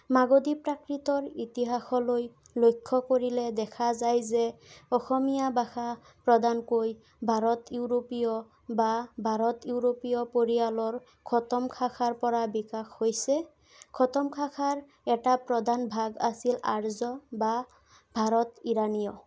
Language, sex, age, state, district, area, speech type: Assamese, female, 18-30, Assam, Sonitpur, rural, spontaneous